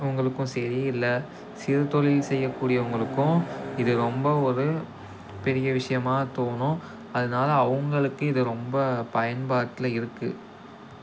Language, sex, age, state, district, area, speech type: Tamil, male, 18-30, Tamil Nadu, Tiruppur, rural, spontaneous